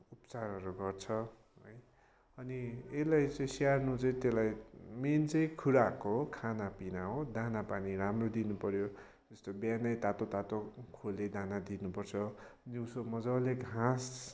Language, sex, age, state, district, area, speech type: Nepali, male, 18-30, West Bengal, Kalimpong, rural, spontaneous